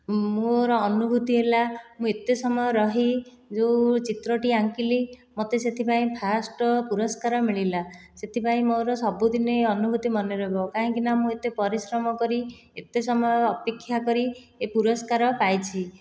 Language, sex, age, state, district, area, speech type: Odia, female, 30-45, Odisha, Khordha, rural, spontaneous